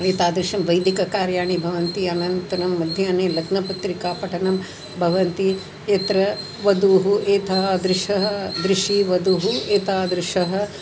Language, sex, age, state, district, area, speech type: Sanskrit, female, 60+, Tamil Nadu, Chennai, urban, spontaneous